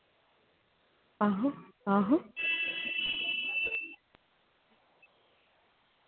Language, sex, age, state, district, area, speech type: Dogri, female, 18-30, Jammu and Kashmir, Samba, urban, conversation